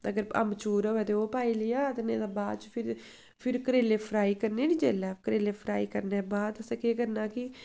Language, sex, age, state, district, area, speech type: Dogri, female, 18-30, Jammu and Kashmir, Samba, rural, spontaneous